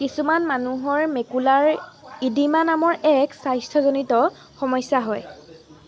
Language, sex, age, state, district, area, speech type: Assamese, female, 18-30, Assam, Golaghat, rural, read